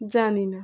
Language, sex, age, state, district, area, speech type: Bengali, female, 30-45, West Bengal, Dakshin Dinajpur, urban, spontaneous